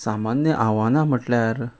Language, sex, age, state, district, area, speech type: Goan Konkani, male, 30-45, Goa, Ponda, rural, spontaneous